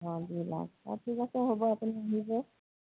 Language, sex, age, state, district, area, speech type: Assamese, female, 45-60, Assam, Majuli, rural, conversation